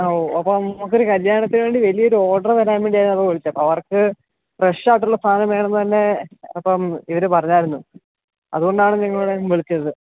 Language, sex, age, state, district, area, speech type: Malayalam, male, 30-45, Kerala, Alappuzha, rural, conversation